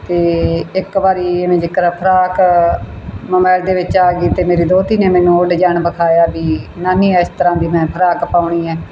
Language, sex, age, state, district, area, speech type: Punjabi, female, 60+, Punjab, Bathinda, rural, spontaneous